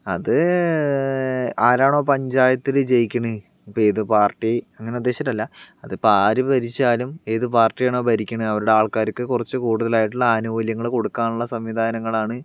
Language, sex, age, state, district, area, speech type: Malayalam, male, 45-60, Kerala, Palakkad, rural, spontaneous